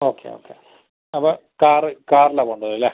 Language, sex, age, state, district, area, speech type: Malayalam, male, 45-60, Kerala, Palakkad, rural, conversation